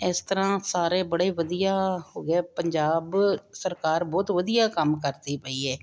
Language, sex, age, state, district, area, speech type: Punjabi, female, 45-60, Punjab, Jalandhar, urban, spontaneous